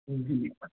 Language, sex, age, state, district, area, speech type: Sindhi, male, 30-45, Gujarat, Kutch, urban, conversation